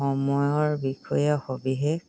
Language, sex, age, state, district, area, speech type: Assamese, female, 60+, Assam, Dhemaji, rural, read